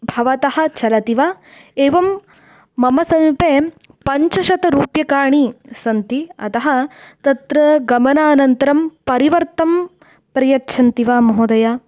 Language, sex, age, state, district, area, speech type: Sanskrit, female, 18-30, Karnataka, Uttara Kannada, rural, spontaneous